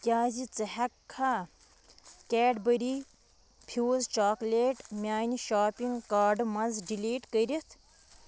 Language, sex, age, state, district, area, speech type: Kashmiri, female, 45-60, Jammu and Kashmir, Baramulla, rural, read